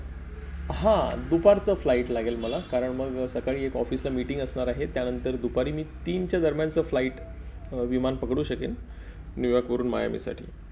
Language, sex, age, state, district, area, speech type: Marathi, male, 30-45, Maharashtra, Palghar, rural, spontaneous